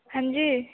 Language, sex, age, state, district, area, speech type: Hindi, female, 18-30, Bihar, Begusarai, rural, conversation